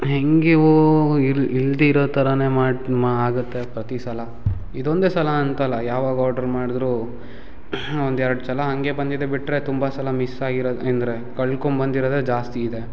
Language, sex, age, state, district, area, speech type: Kannada, male, 18-30, Karnataka, Uttara Kannada, rural, spontaneous